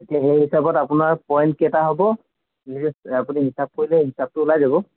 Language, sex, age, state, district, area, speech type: Assamese, male, 30-45, Assam, Golaghat, urban, conversation